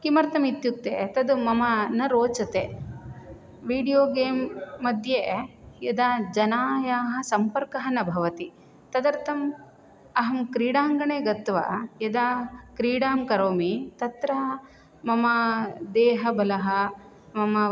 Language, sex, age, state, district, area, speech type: Sanskrit, female, 30-45, Karnataka, Shimoga, rural, spontaneous